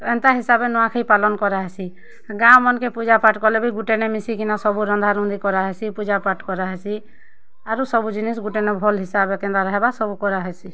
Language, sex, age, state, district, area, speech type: Odia, female, 30-45, Odisha, Kalahandi, rural, spontaneous